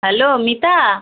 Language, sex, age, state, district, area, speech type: Bengali, female, 18-30, West Bengal, Alipurduar, rural, conversation